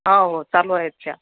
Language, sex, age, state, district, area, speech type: Marathi, female, 45-60, Maharashtra, Akola, urban, conversation